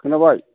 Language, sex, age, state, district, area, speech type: Bodo, male, 45-60, Assam, Chirang, rural, conversation